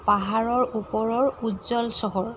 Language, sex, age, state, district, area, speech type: Assamese, female, 45-60, Assam, Charaideo, rural, spontaneous